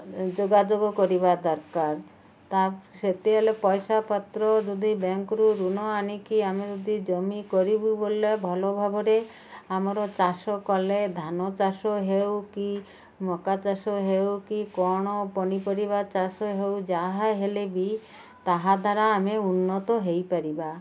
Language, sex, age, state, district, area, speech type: Odia, female, 45-60, Odisha, Malkangiri, urban, spontaneous